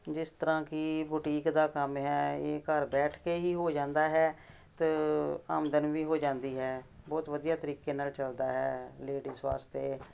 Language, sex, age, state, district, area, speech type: Punjabi, female, 45-60, Punjab, Jalandhar, urban, spontaneous